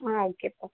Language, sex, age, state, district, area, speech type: Tamil, female, 30-45, Tamil Nadu, Mayiladuthurai, urban, conversation